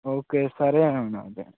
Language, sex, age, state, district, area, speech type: Telugu, male, 18-30, Telangana, Nagarkurnool, urban, conversation